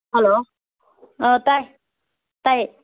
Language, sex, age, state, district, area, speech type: Manipuri, female, 30-45, Manipur, Tengnoupal, rural, conversation